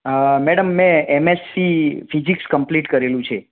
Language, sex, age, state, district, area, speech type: Gujarati, male, 18-30, Gujarat, Mehsana, rural, conversation